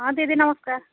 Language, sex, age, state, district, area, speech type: Odia, female, 45-60, Odisha, Angul, rural, conversation